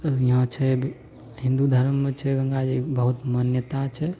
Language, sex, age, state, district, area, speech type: Maithili, male, 18-30, Bihar, Begusarai, urban, spontaneous